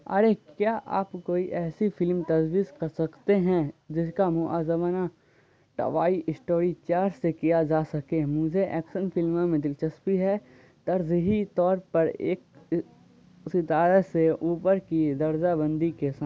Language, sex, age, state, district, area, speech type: Urdu, male, 18-30, Bihar, Saharsa, rural, read